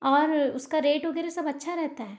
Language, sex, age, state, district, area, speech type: Hindi, female, 60+, Madhya Pradesh, Balaghat, rural, spontaneous